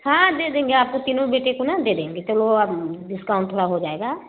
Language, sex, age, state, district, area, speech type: Hindi, female, 30-45, Uttar Pradesh, Varanasi, urban, conversation